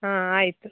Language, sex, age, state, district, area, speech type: Kannada, female, 18-30, Karnataka, Dakshina Kannada, rural, conversation